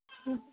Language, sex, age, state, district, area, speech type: Urdu, female, 45-60, Bihar, Khagaria, rural, conversation